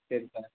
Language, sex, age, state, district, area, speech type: Tamil, male, 18-30, Tamil Nadu, Tirunelveli, rural, conversation